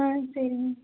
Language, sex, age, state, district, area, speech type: Tamil, female, 30-45, Tamil Nadu, Nilgiris, urban, conversation